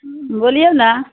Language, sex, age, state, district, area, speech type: Maithili, female, 60+, Bihar, Muzaffarpur, urban, conversation